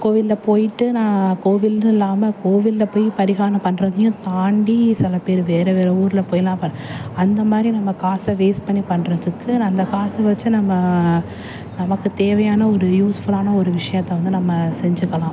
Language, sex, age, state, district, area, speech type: Tamil, female, 30-45, Tamil Nadu, Thanjavur, urban, spontaneous